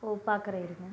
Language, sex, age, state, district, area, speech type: Tamil, female, 18-30, Tamil Nadu, Namakkal, rural, spontaneous